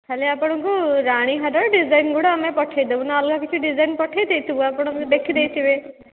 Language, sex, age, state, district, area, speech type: Odia, female, 18-30, Odisha, Dhenkanal, rural, conversation